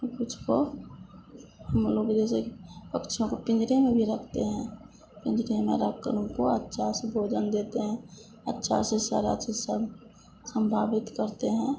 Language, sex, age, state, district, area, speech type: Hindi, female, 30-45, Bihar, Madhepura, rural, spontaneous